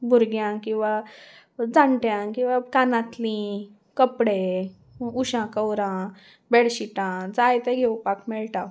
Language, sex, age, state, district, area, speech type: Goan Konkani, female, 18-30, Goa, Salcete, urban, spontaneous